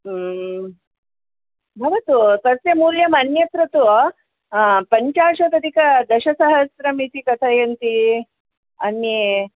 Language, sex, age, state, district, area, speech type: Sanskrit, female, 60+, Karnataka, Mysore, urban, conversation